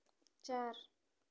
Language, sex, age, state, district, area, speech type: Hindi, female, 30-45, Madhya Pradesh, Chhindwara, urban, read